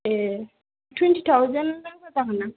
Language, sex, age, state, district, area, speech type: Bodo, female, 18-30, Assam, Chirang, rural, conversation